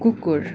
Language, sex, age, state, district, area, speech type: Nepali, male, 18-30, West Bengal, Darjeeling, rural, read